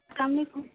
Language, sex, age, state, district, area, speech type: Urdu, female, 18-30, Bihar, Khagaria, rural, conversation